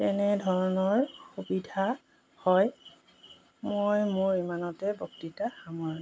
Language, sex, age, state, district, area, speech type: Assamese, female, 45-60, Assam, Golaghat, rural, spontaneous